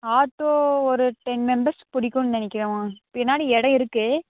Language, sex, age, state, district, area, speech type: Tamil, female, 18-30, Tamil Nadu, Krishnagiri, rural, conversation